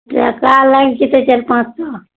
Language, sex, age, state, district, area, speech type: Maithili, female, 45-60, Bihar, Araria, rural, conversation